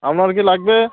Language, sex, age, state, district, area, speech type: Bengali, male, 30-45, West Bengal, Birbhum, urban, conversation